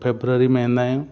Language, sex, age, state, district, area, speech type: Sindhi, male, 45-60, Gujarat, Kutch, rural, spontaneous